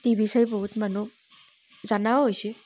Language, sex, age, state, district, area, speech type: Assamese, female, 30-45, Assam, Barpeta, rural, spontaneous